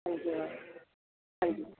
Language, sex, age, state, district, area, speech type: Punjabi, female, 30-45, Punjab, Kapurthala, rural, conversation